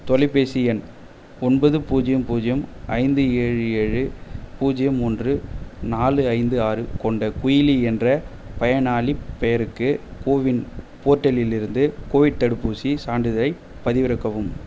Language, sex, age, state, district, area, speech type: Tamil, male, 30-45, Tamil Nadu, Viluppuram, rural, read